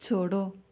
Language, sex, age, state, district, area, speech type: Hindi, female, 18-30, Rajasthan, Nagaur, rural, read